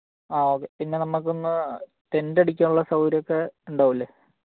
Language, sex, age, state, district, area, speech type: Malayalam, male, 18-30, Kerala, Wayanad, rural, conversation